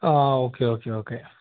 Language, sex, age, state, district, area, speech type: Malayalam, male, 18-30, Kerala, Idukki, rural, conversation